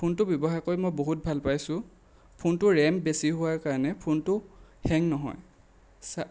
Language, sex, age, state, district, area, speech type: Assamese, male, 30-45, Assam, Lakhimpur, rural, spontaneous